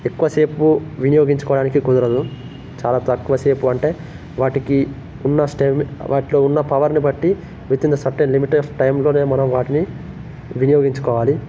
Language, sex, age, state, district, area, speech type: Telugu, male, 18-30, Telangana, Nirmal, rural, spontaneous